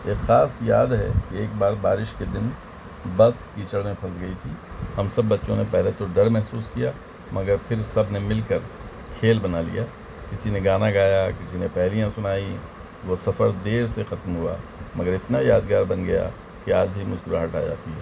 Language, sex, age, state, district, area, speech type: Urdu, male, 60+, Delhi, Central Delhi, urban, spontaneous